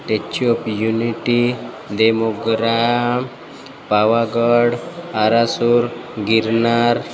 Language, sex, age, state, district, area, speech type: Gujarati, male, 30-45, Gujarat, Narmada, rural, spontaneous